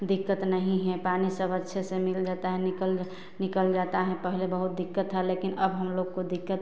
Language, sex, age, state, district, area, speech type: Hindi, female, 30-45, Uttar Pradesh, Ghazipur, urban, spontaneous